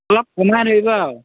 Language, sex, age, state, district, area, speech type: Assamese, male, 18-30, Assam, Morigaon, rural, conversation